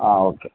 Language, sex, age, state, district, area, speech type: Malayalam, male, 18-30, Kerala, Kottayam, rural, conversation